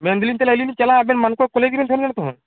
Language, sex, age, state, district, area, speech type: Santali, male, 30-45, West Bengal, Purba Bardhaman, rural, conversation